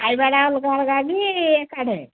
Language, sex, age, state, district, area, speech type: Odia, female, 60+, Odisha, Angul, rural, conversation